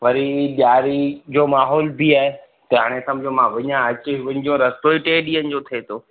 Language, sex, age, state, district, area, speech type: Sindhi, male, 30-45, Gujarat, Surat, urban, conversation